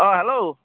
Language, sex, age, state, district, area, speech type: Assamese, male, 30-45, Assam, Charaideo, urban, conversation